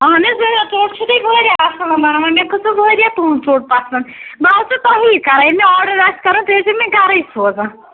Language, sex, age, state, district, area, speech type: Kashmiri, female, 30-45, Jammu and Kashmir, Ganderbal, rural, conversation